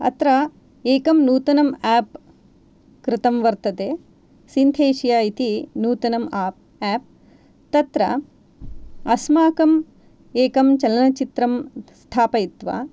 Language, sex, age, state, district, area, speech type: Sanskrit, female, 30-45, Karnataka, Shimoga, rural, spontaneous